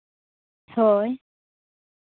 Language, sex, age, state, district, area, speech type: Santali, female, 18-30, Jharkhand, Seraikela Kharsawan, rural, conversation